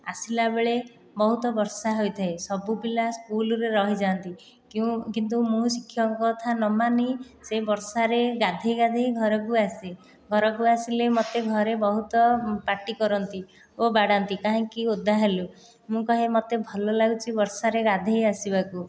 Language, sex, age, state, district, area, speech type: Odia, female, 30-45, Odisha, Khordha, rural, spontaneous